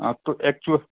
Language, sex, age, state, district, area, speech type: Hindi, male, 45-60, Uttar Pradesh, Mau, rural, conversation